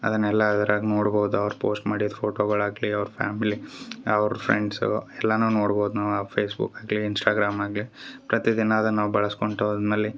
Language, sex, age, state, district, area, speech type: Kannada, male, 30-45, Karnataka, Gulbarga, rural, spontaneous